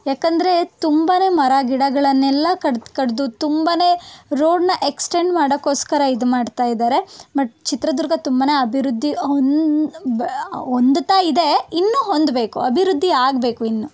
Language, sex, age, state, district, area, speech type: Kannada, female, 18-30, Karnataka, Chitradurga, urban, spontaneous